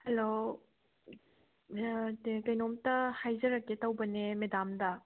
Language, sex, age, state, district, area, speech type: Manipuri, female, 30-45, Manipur, Tengnoupal, urban, conversation